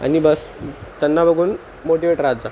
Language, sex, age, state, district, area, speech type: Marathi, male, 30-45, Maharashtra, Nanded, rural, spontaneous